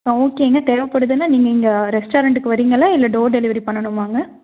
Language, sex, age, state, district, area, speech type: Tamil, female, 18-30, Tamil Nadu, Erode, rural, conversation